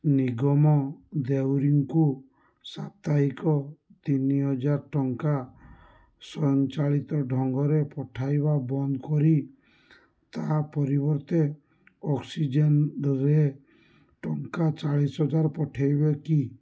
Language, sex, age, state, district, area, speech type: Odia, male, 30-45, Odisha, Balasore, rural, read